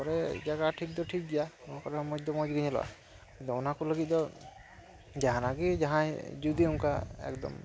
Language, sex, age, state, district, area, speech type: Santali, male, 18-30, West Bengal, Dakshin Dinajpur, rural, spontaneous